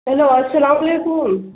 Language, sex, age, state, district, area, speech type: Urdu, female, 45-60, Bihar, Khagaria, rural, conversation